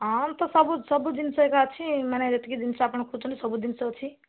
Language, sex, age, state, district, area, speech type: Odia, female, 45-60, Odisha, Kandhamal, rural, conversation